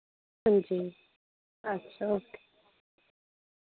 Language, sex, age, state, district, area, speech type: Dogri, female, 30-45, Jammu and Kashmir, Reasi, urban, conversation